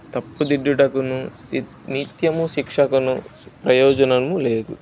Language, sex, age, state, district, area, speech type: Telugu, male, 18-30, Andhra Pradesh, Bapatla, rural, spontaneous